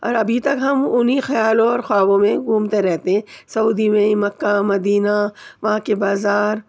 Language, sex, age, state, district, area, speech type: Urdu, female, 30-45, Delhi, Central Delhi, urban, spontaneous